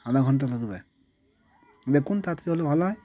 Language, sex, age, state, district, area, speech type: Bengali, male, 30-45, West Bengal, Cooch Behar, urban, spontaneous